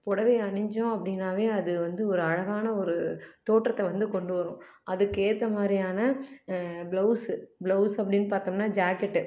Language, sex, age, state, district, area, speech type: Tamil, female, 30-45, Tamil Nadu, Salem, urban, spontaneous